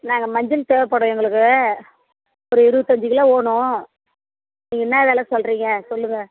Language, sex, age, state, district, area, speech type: Tamil, female, 60+, Tamil Nadu, Tiruvannamalai, rural, conversation